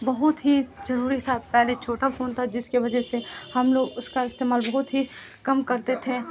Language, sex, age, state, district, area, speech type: Urdu, female, 18-30, Bihar, Supaul, rural, spontaneous